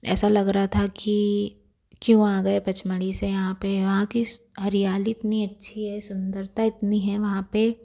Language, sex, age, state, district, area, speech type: Hindi, female, 30-45, Madhya Pradesh, Bhopal, urban, spontaneous